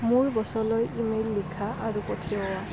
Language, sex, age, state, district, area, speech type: Assamese, female, 18-30, Assam, Kamrup Metropolitan, urban, read